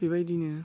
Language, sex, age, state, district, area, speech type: Bodo, male, 18-30, Assam, Udalguri, urban, spontaneous